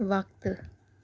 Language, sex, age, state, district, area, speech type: Urdu, female, 18-30, Uttar Pradesh, Gautam Buddha Nagar, urban, read